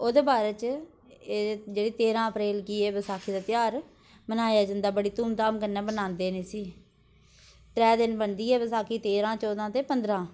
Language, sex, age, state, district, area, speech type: Dogri, female, 18-30, Jammu and Kashmir, Udhampur, rural, spontaneous